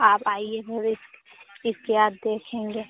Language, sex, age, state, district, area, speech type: Hindi, female, 18-30, Bihar, Muzaffarpur, rural, conversation